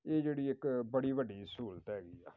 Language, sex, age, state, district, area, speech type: Punjabi, male, 45-60, Punjab, Amritsar, urban, spontaneous